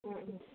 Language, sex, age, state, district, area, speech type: Manipuri, female, 18-30, Manipur, Senapati, rural, conversation